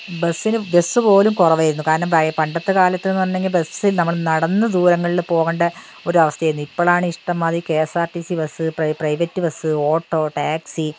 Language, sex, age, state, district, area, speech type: Malayalam, female, 60+, Kerala, Wayanad, rural, spontaneous